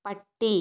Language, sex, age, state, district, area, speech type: Malayalam, female, 30-45, Kerala, Kozhikode, urban, read